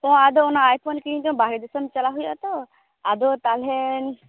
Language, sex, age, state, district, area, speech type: Santali, female, 18-30, West Bengal, Purba Bardhaman, rural, conversation